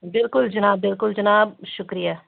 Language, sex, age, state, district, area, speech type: Kashmiri, female, 45-60, Jammu and Kashmir, Kulgam, rural, conversation